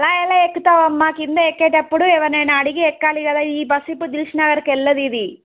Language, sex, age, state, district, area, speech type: Telugu, female, 30-45, Telangana, Suryapet, urban, conversation